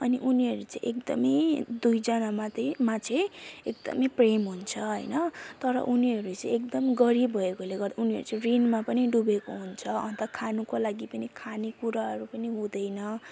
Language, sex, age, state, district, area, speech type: Nepali, female, 18-30, West Bengal, Alipurduar, rural, spontaneous